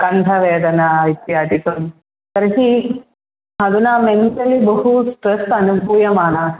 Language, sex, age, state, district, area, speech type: Sanskrit, female, 18-30, Kerala, Thrissur, urban, conversation